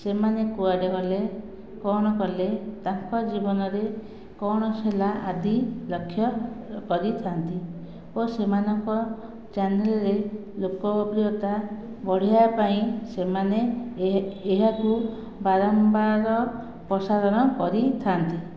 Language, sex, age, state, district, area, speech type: Odia, female, 45-60, Odisha, Khordha, rural, spontaneous